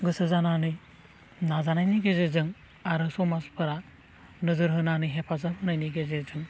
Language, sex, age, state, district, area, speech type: Bodo, male, 30-45, Assam, Udalguri, rural, spontaneous